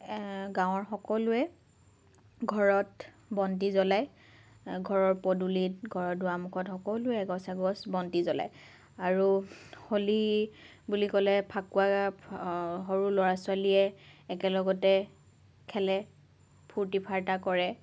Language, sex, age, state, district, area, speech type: Assamese, female, 18-30, Assam, Lakhimpur, urban, spontaneous